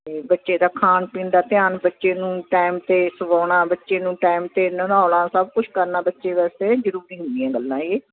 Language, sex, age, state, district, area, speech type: Punjabi, female, 60+, Punjab, Ludhiana, urban, conversation